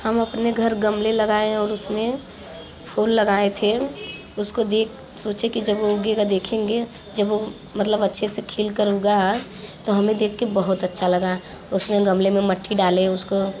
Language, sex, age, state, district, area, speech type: Hindi, female, 18-30, Uttar Pradesh, Mirzapur, rural, spontaneous